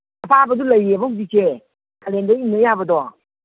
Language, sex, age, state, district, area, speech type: Manipuri, female, 60+, Manipur, Imphal East, rural, conversation